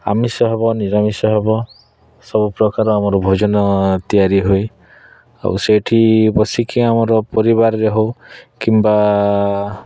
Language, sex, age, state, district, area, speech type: Odia, male, 30-45, Odisha, Kalahandi, rural, spontaneous